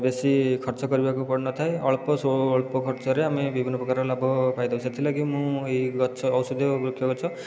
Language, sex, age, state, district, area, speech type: Odia, male, 30-45, Odisha, Khordha, rural, spontaneous